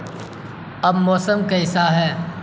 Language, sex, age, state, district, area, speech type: Urdu, male, 30-45, Bihar, Supaul, rural, read